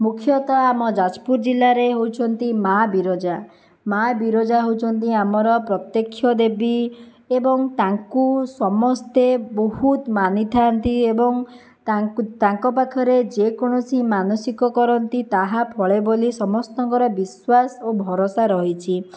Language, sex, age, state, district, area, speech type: Odia, female, 60+, Odisha, Jajpur, rural, spontaneous